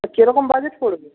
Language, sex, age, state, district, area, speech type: Bengali, male, 45-60, West Bengal, Jhargram, rural, conversation